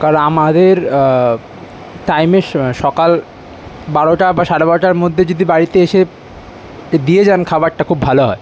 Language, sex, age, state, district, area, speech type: Bengali, male, 30-45, West Bengal, Kolkata, urban, spontaneous